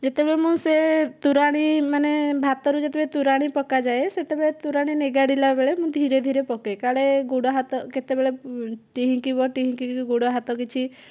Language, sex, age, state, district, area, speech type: Odia, female, 30-45, Odisha, Dhenkanal, rural, spontaneous